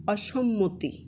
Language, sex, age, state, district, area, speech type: Bengali, female, 60+, West Bengal, Purulia, rural, read